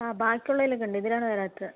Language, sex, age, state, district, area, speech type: Malayalam, female, 60+, Kerala, Palakkad, rural, conversation